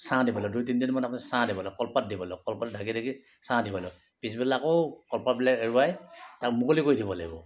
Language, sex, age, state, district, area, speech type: Assamese, male, 45-60, Assam, Sivasagar, rural, spontaneous